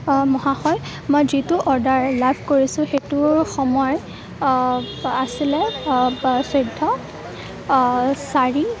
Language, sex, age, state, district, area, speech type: Assamese, female, 18-30, Assam, Kamrup Metropolitan, rural, spontaneous